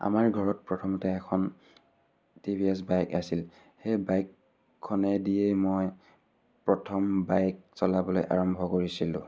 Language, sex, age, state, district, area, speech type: Assamese, male, 18-30, Assam, Sivasagar, rural, spontaneous